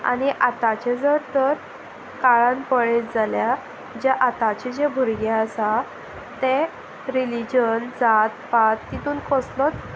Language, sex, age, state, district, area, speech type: Goan Konkani, female, 18-30, Goa, Sanguem, rural, spontaneous